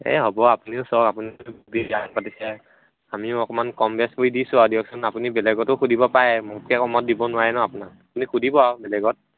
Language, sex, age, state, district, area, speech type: Assamese, male, 18-30, Assam, Majuli, urban, conversation